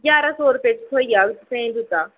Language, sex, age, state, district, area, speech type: Dogri, female, 18-30, Jammu and Kashmir, Udhampur, rural, conversation